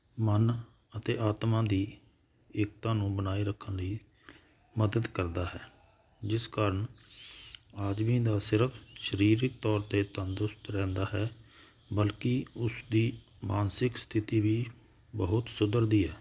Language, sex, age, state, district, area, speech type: Punjabi, male, 45-60, Punjab, Hoshiarpur, urban, spontaneous